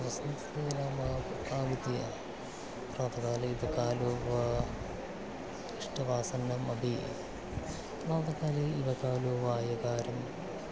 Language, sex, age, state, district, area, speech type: Sanskrit, male, 30-45, Kerala, Thiruvananthapuram, urban, spontaneous